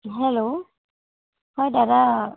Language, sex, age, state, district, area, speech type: Assamese, female, 18-30, Assam, Jorhat, urban, conversation